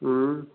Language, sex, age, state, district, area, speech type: Kashmiri, male, 30-45, Jammu and Kashmir, Baramulla, rural, conversation